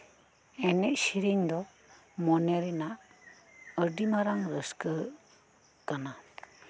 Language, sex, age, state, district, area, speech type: Santali, female, 45-60, West Bengal, Birbhum, rural, spontaneous